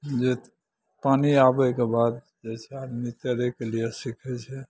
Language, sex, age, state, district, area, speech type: Maithili, male, 60+, Bihar, Madhepura, rural, spontaneous